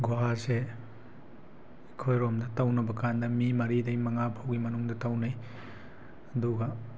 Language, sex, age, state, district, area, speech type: Manipuri, male, 18-30, Manipur, Tengnoupal, rural, spontaneous